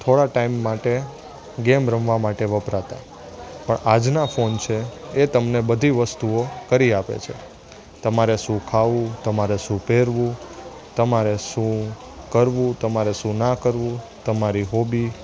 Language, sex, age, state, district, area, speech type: Gujarati, male, 18-30, Gujarat, Junagadh, urban, spontaneous